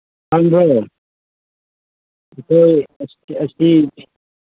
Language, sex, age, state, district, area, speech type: Manipuri, male, 18-30, Manipur, Kangpokpi, urban, conversation